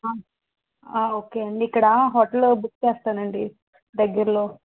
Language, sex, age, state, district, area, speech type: Telugu, female, 60+, Andhra Pradesh, Vizianagaram, rural, conversation